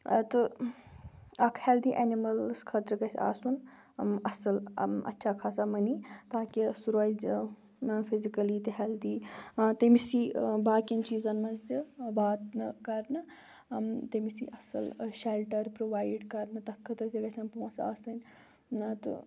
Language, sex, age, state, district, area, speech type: Kashmiri, female, 18-30, Jammu and Kashmir, Shopian, urban, spontaneous